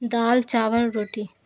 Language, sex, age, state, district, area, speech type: Urdu, female, 18-30, Bihar, Supaul, urban, spontaneous